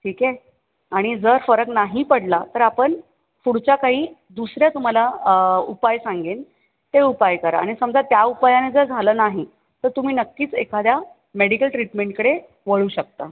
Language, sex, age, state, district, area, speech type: Marathi, female, 30-45, Maharashtra, Thane, urban, conversation